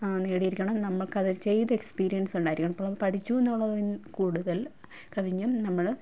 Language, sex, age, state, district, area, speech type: Malayalam, female, 30-45, Kerala, Ernakulam, rural, spontaneous